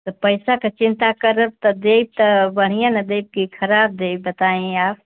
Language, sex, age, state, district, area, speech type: Hindi, female, 60+, Uttar Pradesh, Mau, rural, conversation